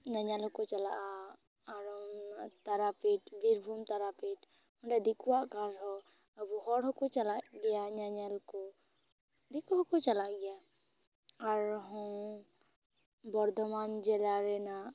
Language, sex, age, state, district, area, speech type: Santali, female, 18-30, West Bengal, Purba Bardhaman, rural, spontaneous